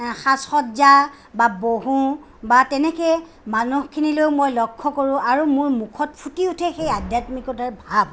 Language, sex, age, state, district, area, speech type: Assamese, female, 45-60, Assam, Kamrup Metropolitan, urban, spontaneous